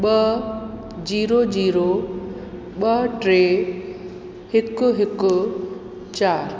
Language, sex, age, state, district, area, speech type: Sindhi, female, 30-45, Uttar Pradesh, Lucknow, urban, spontaneous